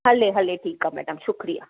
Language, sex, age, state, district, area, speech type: Sindhi, female, 30-45, Maharashtra, Thane, urban, conversation